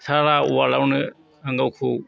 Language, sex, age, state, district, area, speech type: Bodo, male, 60+, Assam, Kokrajhar, rural, spontaneous